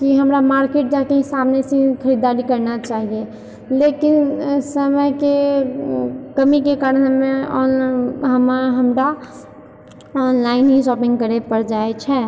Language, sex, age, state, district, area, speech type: Maithili, female, 30-45, Bihar, Purnia, rural, spontaneous